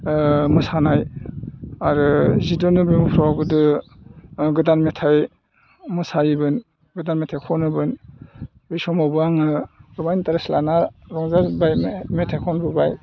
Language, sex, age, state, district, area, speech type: Bodo, male, 60+, Assam, Udalguri, rural, spontaneous